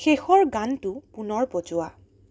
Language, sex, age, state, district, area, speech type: Assamese, female, 18-30, Assam, Sonitpur, rural, read